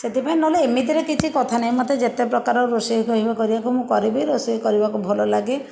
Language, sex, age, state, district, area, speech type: Odia, female, 45-60, Odisha, Jajpur, rural, spontaneous